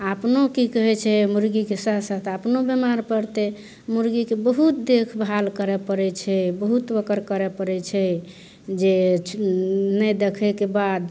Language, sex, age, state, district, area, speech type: Maithili, female, 60+, Bihar, Madhepura, rural, spontaneous